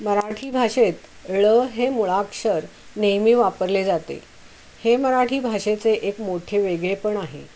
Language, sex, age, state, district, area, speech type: Marathi, female, 45-60, Maharashtra, Pune, urban, spontaneous